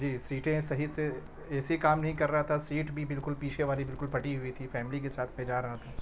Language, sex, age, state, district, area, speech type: Urdu, male, 45-60, Delhi, Central Delhi, urban, spontaneous